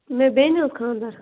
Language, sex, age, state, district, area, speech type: Kashmiri, female, 18-30, Jammu and Kashmir, Bandipora, rural, conversation